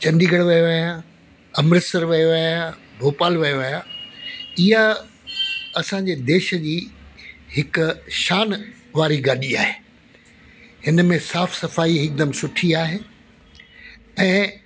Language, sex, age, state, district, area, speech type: Sindhi, male, 60+, Delhi, South Delhi, urban, spontaneous